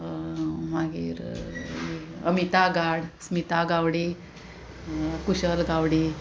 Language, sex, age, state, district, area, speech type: Goan Konkani, female, 45-60, Goa, Murmgao, urban, spontaneous